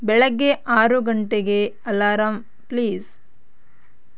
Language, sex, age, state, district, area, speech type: Kannada, female, 18-30, Karnataka, Bidar, rural, read